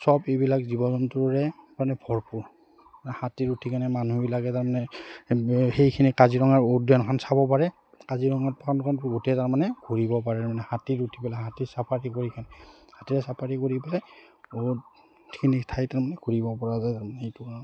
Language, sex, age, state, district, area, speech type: Assamese, male, 30-45, Assam, Udalguri, rural, spontaneous